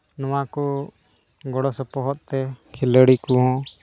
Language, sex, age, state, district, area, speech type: Santali, male, 18-30, Jharkhand, Pakur, rural, spontaneous